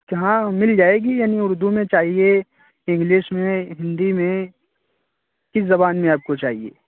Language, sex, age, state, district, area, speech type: Urdu, male, 45-60, Uttar Pradesh, Lucknow, rural, conversation